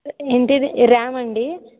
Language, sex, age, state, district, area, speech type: Telugu, female, 60+, Andhra Pradesh, East Godavari, rural, conversation